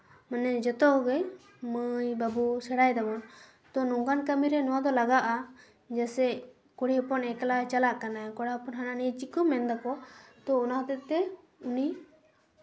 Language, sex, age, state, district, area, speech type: Santali, female, 18-30, West Bengal, Purulia, rural, spontaneous